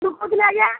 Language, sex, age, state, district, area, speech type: Odia, female, 45-60, Odisha, Sundergarh, rural, conversation